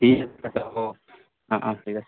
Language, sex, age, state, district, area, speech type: Assamese, male, 18-30, Assam, Lakhimpur, rural, conversation